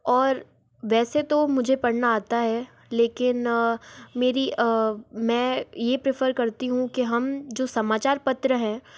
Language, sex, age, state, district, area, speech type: Hindi, female, 45-60, Rajasthan, Jodhpur, urban, spontaneous